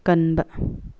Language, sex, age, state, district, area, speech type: Manipuri, female, 45-60, Manipur, Tengnoupal, rural, read